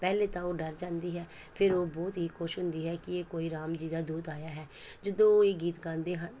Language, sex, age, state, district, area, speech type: Punjabi, female, 45-60, Punjab, Pathankot, rural, spontaneous